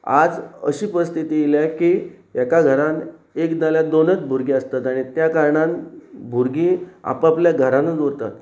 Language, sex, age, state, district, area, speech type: Goan Konkani, male, 45-60, Goa, Pernem, rural, spontaneous